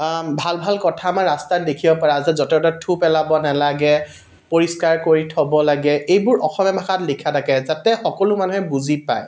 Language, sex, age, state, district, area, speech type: Assamese, male, 30-45, Assam, Dibrugarh, urban, spontaneous